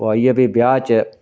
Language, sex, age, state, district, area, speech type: Dogri, male, 60+, Jammu and Kashmir, Reasi, rural, spontaneous